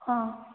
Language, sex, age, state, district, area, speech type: Hindi, female, 18-30, Rajasthan, Jodhpur, urban, conversation